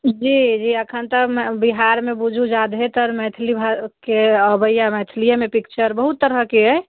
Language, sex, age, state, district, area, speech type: Maithili, female, 18-30, Bihar, Muzaffarpur, rural, conversation